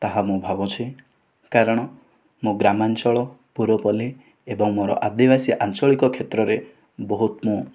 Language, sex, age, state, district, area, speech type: Odia, male, 18-30, Odisha, Kandhamal, rural, spontaneous